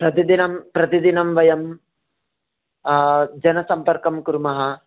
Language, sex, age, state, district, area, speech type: Sanskrit, male, 30-45, Telangana, Ranga Reddy, urban, conversation